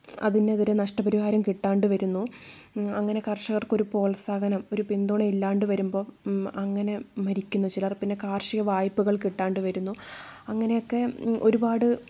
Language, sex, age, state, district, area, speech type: Malayalam, female, 18-30, Kerala, Wayanad, rural, spontaneous